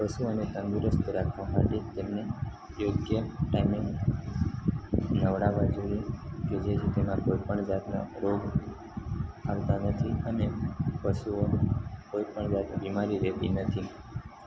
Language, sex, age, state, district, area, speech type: Gujarati, male, 18-30, Gujarat, Narmada, urban, spontaneous